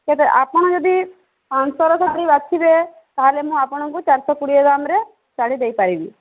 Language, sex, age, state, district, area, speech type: Odia, female, 30-45, Odisha, Sambalpur, rural, conversation